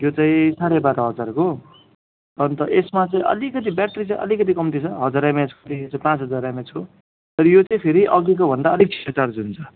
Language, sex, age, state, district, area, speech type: Nepali, male, 30-45, West Bengal, Darjeeling, rural, conversation